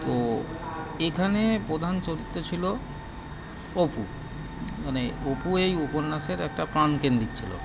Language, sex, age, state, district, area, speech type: Bengali, male, 30-45, West Bengal, Howrah, urban, spontaneous